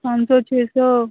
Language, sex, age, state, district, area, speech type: Hindi, female, 18-30, Bihar, Muzaffarpur, rural, conversation